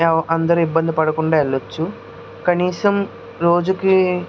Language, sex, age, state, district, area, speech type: Telugu, male, 45-60, Andhra Pradesh, West Godavari, rural, spontaneous